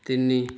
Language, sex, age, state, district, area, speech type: Odia, male, 45-60, Odisha, Kandhamal, rural, read